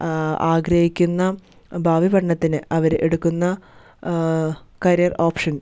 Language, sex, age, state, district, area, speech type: Malayalam, female, 18-30, Kerala, Thrissur, rural, spontaneous